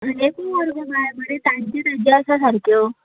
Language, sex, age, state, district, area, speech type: Goan Konkani, female, 18-30, Goa, Tiswadi, rural, conversation